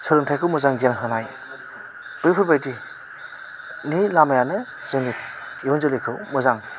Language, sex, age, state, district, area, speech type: Bodo, male, 30-45, Assam, Chirang, rural, spontaneous